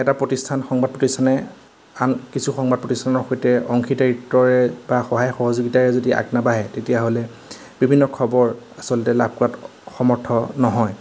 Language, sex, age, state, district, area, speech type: Assamese, male, 30-45, Assam, Majuli, urban, spontaneous